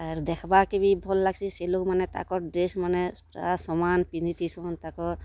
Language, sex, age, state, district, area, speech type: Odia, female, 45-60, Odisha, Kalahandi, rural, spontaneous